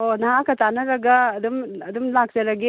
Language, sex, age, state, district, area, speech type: Manipuri, female, 45-60, Manipur, Kakching, rural, conversation